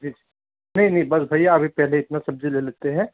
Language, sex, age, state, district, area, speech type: Hindi, male, 30-45, Madhya Pradesh, Bhopal, urban, conversation